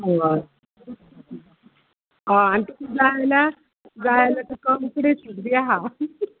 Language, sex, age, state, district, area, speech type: Goan Konkani, female, 45-60, Goa, Murmgao, urban, conversation